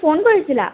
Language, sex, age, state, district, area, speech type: Assamese, female, 18-30, Assam, Jorhat, urban, conversation